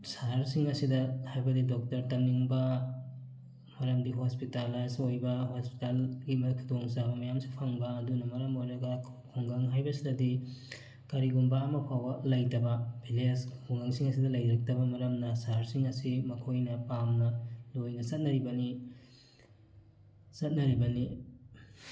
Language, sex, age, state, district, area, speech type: Manipuri, male, 30-45, Manipur, Thoubal, rural, spontaneous